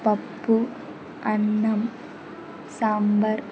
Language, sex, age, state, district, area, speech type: Telugu, female, 18-30, Andhra Pradesh, Kurnool, rural, spontaneous